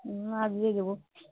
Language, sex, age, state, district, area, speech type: Maithili, female, 60+, Bihar, Purnia, rural, conversation